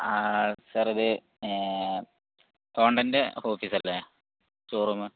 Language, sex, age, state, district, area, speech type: Malayalam, male, 18-30, Kerala, Malappuram, urban, conversation